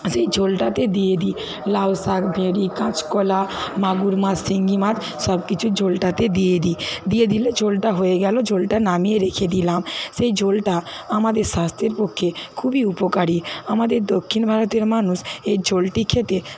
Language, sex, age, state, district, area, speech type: Bengali, female, 60+, West Bengal, Paschim Medinipur, rural, spontaneous